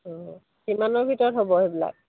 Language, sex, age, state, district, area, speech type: Assamese, female, 30-45, Assam, Kamrup Metropolitan, urban, conversation